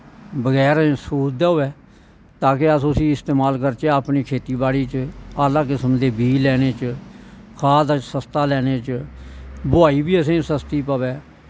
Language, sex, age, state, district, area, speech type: Dogri, male, 60+, Jammu and Kashmir, Samba, rural, spontaneous